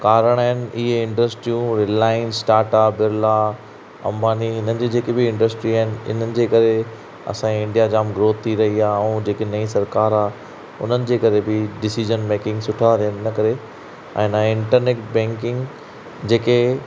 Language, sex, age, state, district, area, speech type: Sindhi, male, 30-45, Maharashtra, Thane, urban, spontaneous